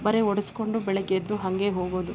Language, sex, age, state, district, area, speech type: Kannada, female, 30-45, Karnataka, Koppal, rural, spontaneous